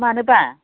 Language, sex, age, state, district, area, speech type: Bodo, female, 45-60, Assam, Baksa, rural, conversation